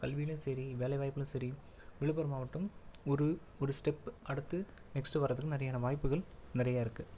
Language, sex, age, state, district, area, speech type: Tamil, male, 18-30, Tamil Nadu, Viluppuram, urban, spontaneous